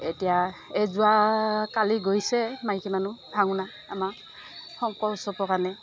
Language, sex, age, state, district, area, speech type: Assamese, female, 60+, Assam, Morigaon, rural, spontaneous